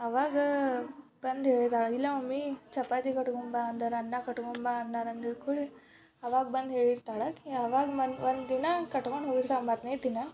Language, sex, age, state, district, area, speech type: Kannada, female, 18-30, Karnataka, Dharwad, urban, spontaneous